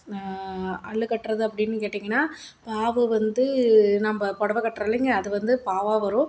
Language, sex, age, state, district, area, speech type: Tamil, female, 30-45, Tamil Nadu, Salem, rural, spontaneous